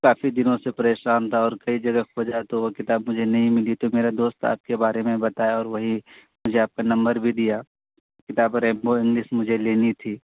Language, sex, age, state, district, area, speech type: Urdu, male, 30-45, Bihar, Purnia, rural, conversation